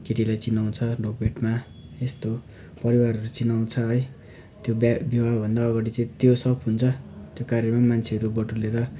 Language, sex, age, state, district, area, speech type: Nepali, male, 18-30, West Bengal, Darjeeling, rural, spontaneous